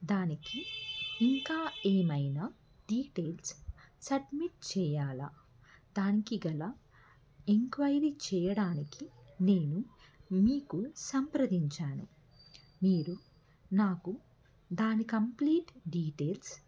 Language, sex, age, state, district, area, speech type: Telugu, female, 45-60, Andhra Pradesh, N T Rama Rao, rural, spontaneous